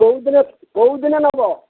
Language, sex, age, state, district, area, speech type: Odia, male, 60+, Odisha, Angul, rural, conversation